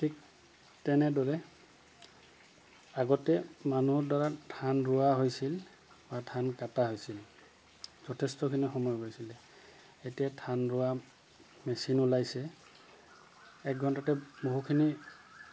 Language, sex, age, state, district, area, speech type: Assamese, male, 45-60, Assam, Goalpara, urban, spontaneous